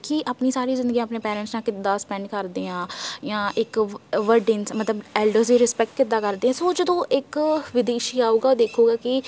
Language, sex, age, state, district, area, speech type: Punjabi, female, 18-30, Punjab, Tarn Taran, urban, spontaneous